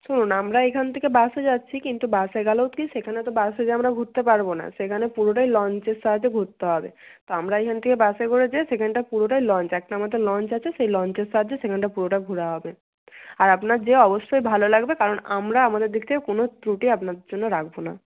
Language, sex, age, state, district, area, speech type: Bengali, female, 18-30, West Bengal, Jalpaiguri, rural, conversation